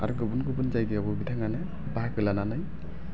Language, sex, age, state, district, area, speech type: Bodo, male, 18-30, Assam, Chirang, rural, spontaneous